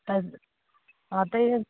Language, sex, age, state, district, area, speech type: Maithili, female, 30-45, Bihar, Sitamarhi, urban, conversation